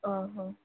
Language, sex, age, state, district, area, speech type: Odia, female, 45-60, Odisha, Sundergarh, rural, conversation